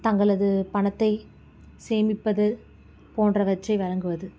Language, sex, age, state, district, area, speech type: Tamil, female, 30-45, Tamil Nadu, Chengalpattu, urban, spontaneous